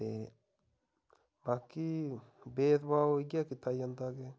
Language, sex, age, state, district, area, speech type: Dogri, male, 30-45, Jammu and Kashmir, Udhampur, rural, spontaneous